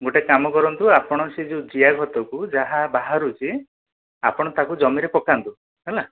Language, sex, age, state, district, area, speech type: Odia, male, 30-45, Odisha, Dhenkanal, rural, conversation